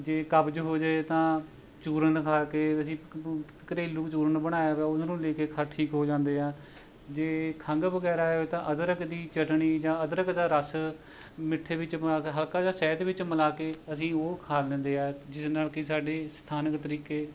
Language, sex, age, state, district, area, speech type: Punjabi, male, 30-45, Punjab, Rupnagar, rural, spontaneous